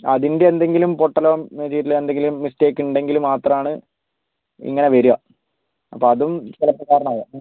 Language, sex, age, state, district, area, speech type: Malayalam, male, 45-60, Kerala, Wayanad, rural, conversation